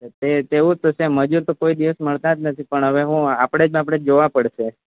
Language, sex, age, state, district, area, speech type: Gujarati, male, 18-30, Gujarat, Valsad, rural, conversation